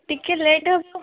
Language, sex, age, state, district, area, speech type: Odia, female, 18-30, Odisha, Bhadrak, rural, conversation